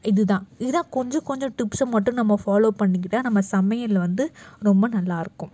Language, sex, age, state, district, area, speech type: Tamil, female, 60+, Tamil Nadu, Cuddalore, urban, spontaneous